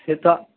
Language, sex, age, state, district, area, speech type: Bengali, male, 18-30, West Bengal, North 24 Parganas, urban, conversation